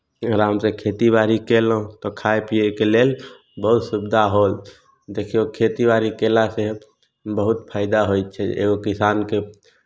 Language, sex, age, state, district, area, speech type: Maithili, male, 18-30, Bihar, Samastipur, rural, spontaneous